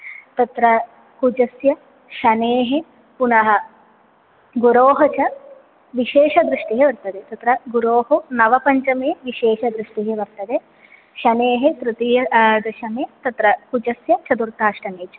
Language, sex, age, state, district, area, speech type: Sanskrit, female, 18-30, Kerala, Palakkad, rural, conversation